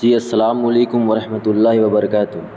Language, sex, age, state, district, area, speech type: Urdu, male, 18-30, Bihar, Gaya, urban, spontaneous